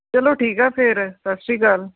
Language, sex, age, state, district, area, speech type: Punjabi, male, 18-30, Punjab, Tarn Taran, rural, conversation